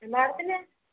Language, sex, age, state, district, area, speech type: Malayalam, female, 18-30, Kerala, Thiruvananthapuram, rural, conversation